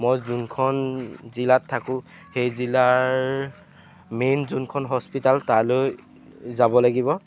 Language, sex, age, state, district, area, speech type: Assamese, male, 18-30, Assam, Jorhat, urban, spontaneous